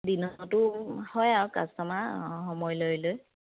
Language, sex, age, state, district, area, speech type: Assamese, female, 30-45, Assam, Charaideo, rural, conversation